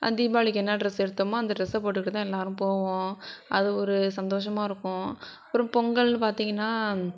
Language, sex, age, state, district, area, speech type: Tamil, female, 60+, Tamil Nadu, Sivaganga, rural, spontaneous